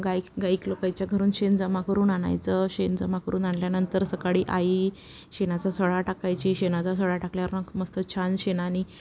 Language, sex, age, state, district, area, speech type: Marathi, female, 30-45, Maharashtra, Wardha, rural, spontaneous